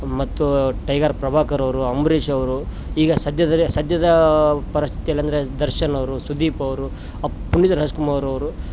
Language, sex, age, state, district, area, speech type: Kannada, male, 30-45, Karnataka, Koppal, rural, spontaneous